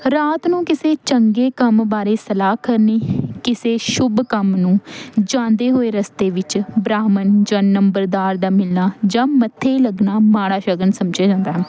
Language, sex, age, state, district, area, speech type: Punjabi, female, 18-30, Punjab, Pathankot, rural, spontaneous